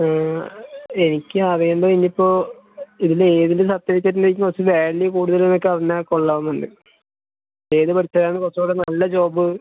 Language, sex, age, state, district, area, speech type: Malayalam, male, 18-30, Kerala, Thrissur, rural, conversation